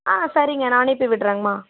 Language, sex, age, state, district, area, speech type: Tamil, female, 18-30, Tamil Nadu, Kallakurichi, urban, conversation